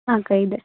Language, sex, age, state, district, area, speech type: Kannada, female, 18-30, Karnataka, Vijayanagara, rural, conversation